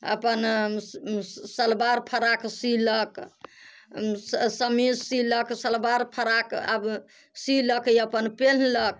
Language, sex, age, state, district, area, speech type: Maithili, female, 60+, Bihar, Muzaffarpur, rural, spontaneous